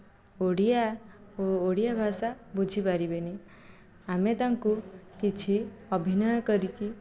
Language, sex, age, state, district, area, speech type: Odia, female, 18-30, Odisha, Jajpur, rural, spontaneous